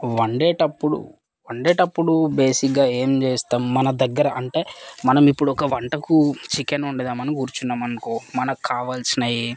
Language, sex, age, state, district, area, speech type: Telugu, male, 18-30, Telangana, Mancherial, rural, spontaneous